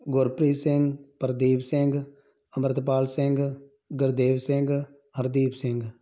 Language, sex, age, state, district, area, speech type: Punjabi, male, 30-45, Punjab, Tarn Taran, rural, spontaneous